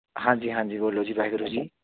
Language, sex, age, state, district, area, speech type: Punjabi, male, 45-60, Punjab, Barnala, rural, conversation